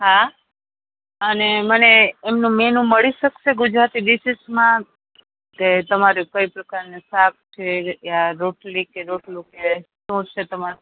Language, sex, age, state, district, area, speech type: Gujarati, female, 30-45, Gujarat, Rajkot, urban, conversation